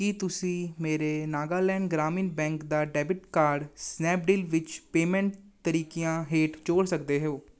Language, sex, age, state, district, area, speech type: Punjabi, male, 18-30, Punjab, Gurdaspur, urban, read